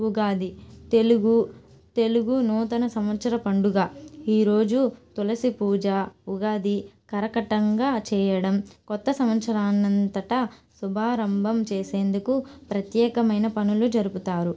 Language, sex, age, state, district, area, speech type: Telugu, female, 18-30, Andhra Pradesh, Nellore, rural, spontaneous